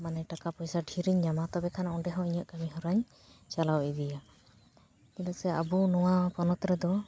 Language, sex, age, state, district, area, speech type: Santali, female, 30-45, West Bengal, Paschim Bardhaman, rural, spontaneous